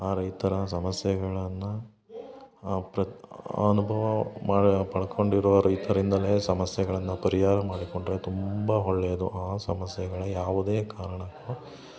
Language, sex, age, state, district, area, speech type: Kannada, male, 30-45, Karnataka, Hassan, rural, spontaneous